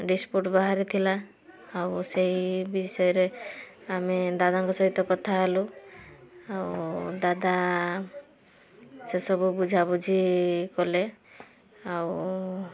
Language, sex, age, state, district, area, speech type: Odia, female, 18-30, Odisha, Balasore, rural, spontaneous